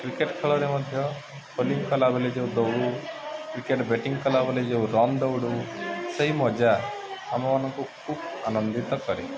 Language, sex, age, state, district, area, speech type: Odia, male, 18-30, Odisha, Subarnapur, urban, spontaneous